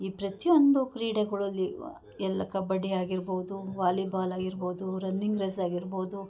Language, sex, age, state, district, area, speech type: Kannada, female, 30-45, Karnataka, Chikkamagaluru, rural, spontaneous